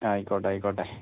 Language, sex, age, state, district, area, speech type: Malayalam, male, 60+, Kerala, Kozhikode, urban, conversation